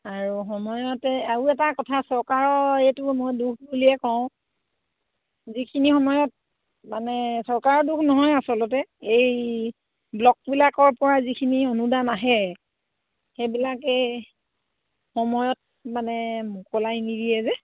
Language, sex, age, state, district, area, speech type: Assamese, female, 45-60, Assam, Sivasagar, rural, conversation